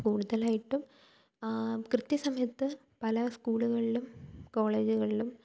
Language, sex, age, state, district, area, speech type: Malayalam, female, 18-30, Kerala, Thiruvananthapuram, rural, spontaneous